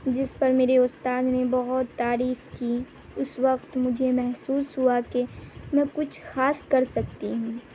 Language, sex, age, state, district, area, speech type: Urdu, female, 18-30, Bihar, Madhubani, rural, spontaneous